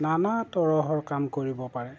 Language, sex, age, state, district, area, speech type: Assamese, male, 45-60, Assam, Golaghat, rural, spontaneous